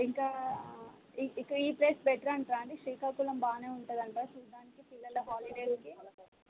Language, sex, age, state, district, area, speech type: Telugu, female, 18-30, Andhra Pradesh, Srikakulam, rural, conversation